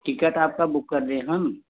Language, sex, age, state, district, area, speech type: Hindi, male, 30-45, Uttar Pradesh, Jaunpur, rural, conversation